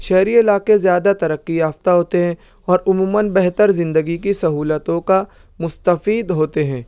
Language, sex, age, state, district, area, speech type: Urdu, male, 18-30, Maharashtra, Nashik, rural, spontaneous